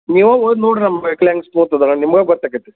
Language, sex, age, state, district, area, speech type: Kannada, male, 45-60, Karnataka, Dharwad, rural, conversation